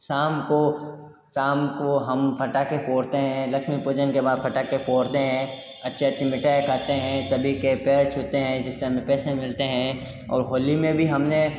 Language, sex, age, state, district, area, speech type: Hindi, male, 18-30, Rajasthan, Jodhpur, urban, spontaneous